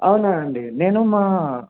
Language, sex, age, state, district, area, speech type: Telugu, male, 18-30, Telangana, Mahabubabad, urban, conversation